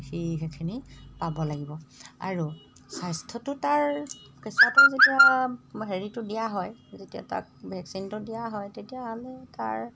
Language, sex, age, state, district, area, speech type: Assamese, female, 45-60, Assam, Golaghat, rural, spontaneous